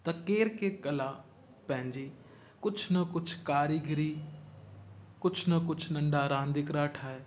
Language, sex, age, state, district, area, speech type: Sindhi, male, 18-30, Gujarat, Kutch, urban, spontaneous